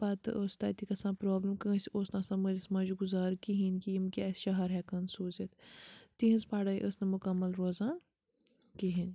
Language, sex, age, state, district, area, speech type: Kashmiri, female, 30-45, Jammu and Kashmir, Bandipora, rural, spontaneous